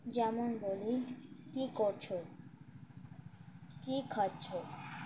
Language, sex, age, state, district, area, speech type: Bengali, female, 18-30, West Bengal, Birbhum, urban, spontaneous